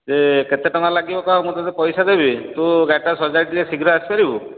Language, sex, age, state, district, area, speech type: Odia, male, 45-60, Odisha, Dhenkanal, rural, conversation